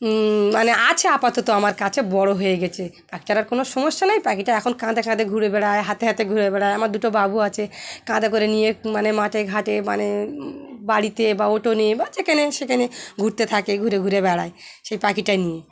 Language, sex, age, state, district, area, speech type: Bengali, female, 45-60, West Bengal, Dakshin Dinajpur, urban, spontaneous